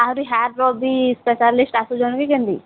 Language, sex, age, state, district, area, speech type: Odia, female, 18-30, Odisha, Sambalpur, rural, conversation